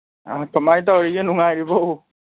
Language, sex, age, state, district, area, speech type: Manipuri, male, 30-45, Manipur, Kangpokpi, urban, conversation